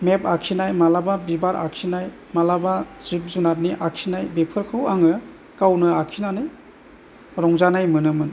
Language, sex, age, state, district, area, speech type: Bodo, male, 60+, Assam, Chirang, rural, spontaneous